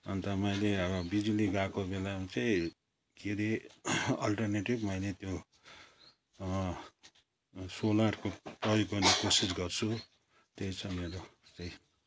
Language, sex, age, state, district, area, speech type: Nepali, male, 60+, West Bengal, Kalimpong, rural, spontaneous